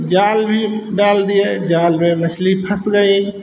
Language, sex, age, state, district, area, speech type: Hindi, male, 60+, Uttar Pradesh, Hardoi, rural, spontaneous